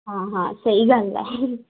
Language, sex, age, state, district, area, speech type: Punjabi, female, 18-30, Punjab, Tarn Taran, urban, conversation